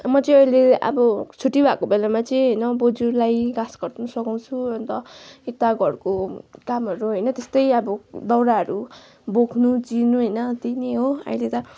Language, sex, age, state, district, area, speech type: Nepali, female, 18-30, West Bengal, Kalimpong, rural, spontaneous